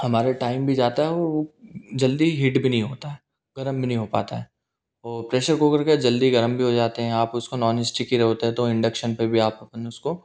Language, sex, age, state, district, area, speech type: Hindi, male, 18-30, Madhya Pradesh, Indore, urban, spontaneous